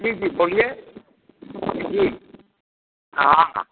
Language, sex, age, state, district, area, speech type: Hindi, male, 60+, Bihar, Vaishali, rural, conversation